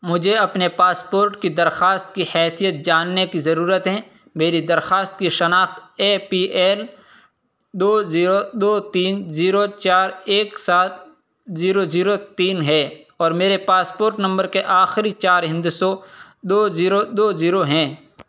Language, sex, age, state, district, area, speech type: Urdu, male, 18-30, Uttar Pradesh, Saharanpur, urban, read